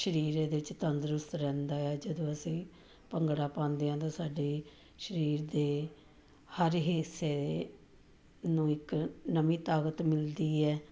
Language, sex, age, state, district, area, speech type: Punjabi, female, 45-60, Punjab, Jalandhar, urban, spontaneous